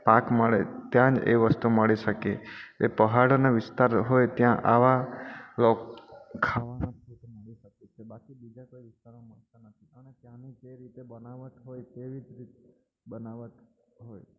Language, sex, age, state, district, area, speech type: Gujarati, male, 30-45, Gujarat, Surat, urban, spontaneous